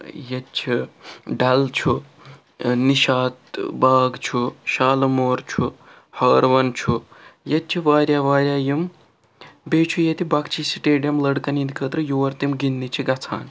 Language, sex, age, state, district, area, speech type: Kashmiri, male, 45-60, Jammu and Kashmir, Srinagar, urban, spontaneous